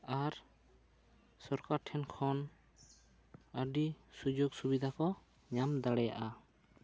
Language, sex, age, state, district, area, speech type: Santali, male, 18-30, West Bengal, Bankura, rural, spontaneous